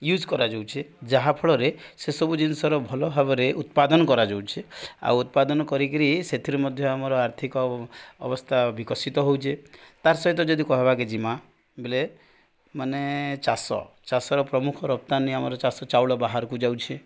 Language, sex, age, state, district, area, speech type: Odia, male, 30-45, Odisha, Nuapada, urban, spontaneous